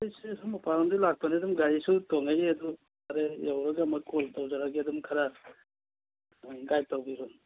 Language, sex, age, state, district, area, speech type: Manipuri, male, 30-45, Manipur, Churachandpur, rural, conversation